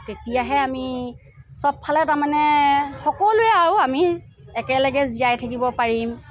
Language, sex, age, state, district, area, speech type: Assamese, female, 45-60, Assam, Sivasagar, urban, spontaneous